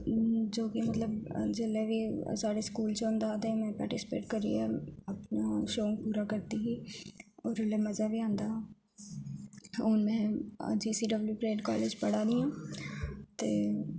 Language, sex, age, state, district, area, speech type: Dogri, female, 18-30, Jammu and Kashmir, Jammu, rural, spontaneous